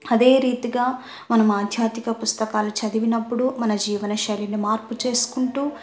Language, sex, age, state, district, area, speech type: Telugu, female, 18-30, Andhra Pradesh, Kurnool, rural, spontaneous